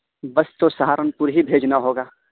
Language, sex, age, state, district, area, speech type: Urdu, male, 18-30, Uttar Pradesh, Saharanpur, urban, conversation